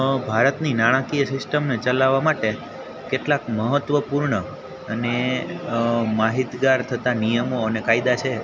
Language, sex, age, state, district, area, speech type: Gujarati, male, 18-30, Gujarat, Junagadh, urban, spontaneous